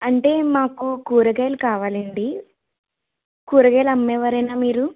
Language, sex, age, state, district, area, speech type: Telugu, female, 18-30, Telangana, Vikarabad, urban, conversation